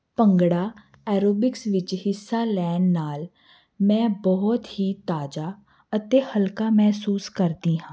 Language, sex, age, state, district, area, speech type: Punjabi, female, 18-30, Punjab, Hoshiarpur, urban, spontaneous